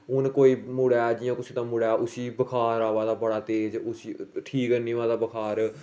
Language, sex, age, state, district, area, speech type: Dogri, male, 18-30, Jammu and Kashmir, Samba, rural, spontaneous